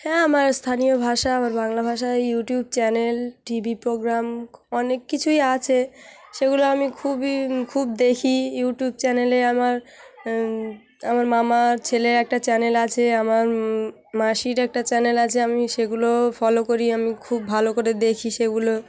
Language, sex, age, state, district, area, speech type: Bengali, female, 18-30, West Bengal, Hooghly, urban, spontaneous